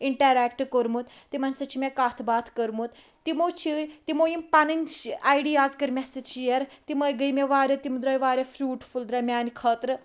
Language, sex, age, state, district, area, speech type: Kashmiri, female, 30-45, Jammu and Kashmir, Pulwama, rural, spontaneous